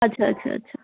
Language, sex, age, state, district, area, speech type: Bengali, female, 18-30, West Bengal, Darjeeling, urban, conversation